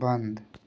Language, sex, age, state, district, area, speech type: Hindi, male, 30-45, Uttar Pradesh, Ghazipur, rural, read